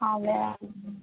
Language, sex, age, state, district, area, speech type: Telugu, female, 60+, Andhra Pradesh, N T Rama Rao, urban, conversation